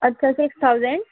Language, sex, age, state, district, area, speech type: Hindi, female, 18-30, Madhya Pradesh, Hoshangabad, rural, conversation